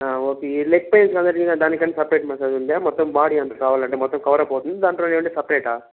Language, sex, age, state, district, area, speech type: Telugu, male, 45-60, Andhra Pradesh, Chittoor, urban, conversation